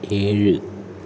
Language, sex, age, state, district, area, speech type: Malayalam, male, 18-30, Kerala, Palakkad, urban, read